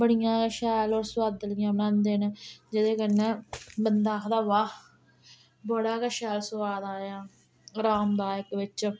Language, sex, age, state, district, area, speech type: Dogri, female, 18-30, Jammu and Kashmir, Reasi, rural, spontaneous